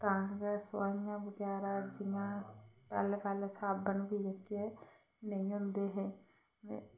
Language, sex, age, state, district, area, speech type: Dogri, female, 30-45, Jammu and Kashmir, Reasi, rural, spontaneous